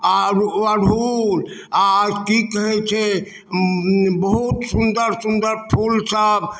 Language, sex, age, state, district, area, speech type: Maithili, male, 60+, Bihar, Darbhanga, rural, spontaneous